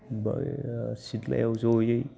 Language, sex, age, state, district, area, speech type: Bodo, male, 30-45, Assam, Kokrajhar, rural, spontaneous